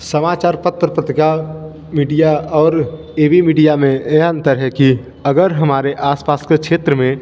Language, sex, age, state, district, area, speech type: Hindi, male, 30-45, Uttar Pradesh, Bhadohi, rural, spontaneous